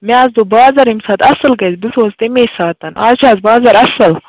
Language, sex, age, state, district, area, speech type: Kashmiri, female, 18-30, Jammu and Kashmir, Baramulla, rural, conversation